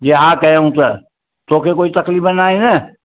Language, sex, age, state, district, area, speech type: Sindhi, male, 60+, Maharashtra, Mumbai Suburban, urban, conversation